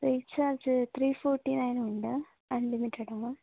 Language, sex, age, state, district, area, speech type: Malayalam, female, 18-30, Kerala, Kasaragod, rural, conversation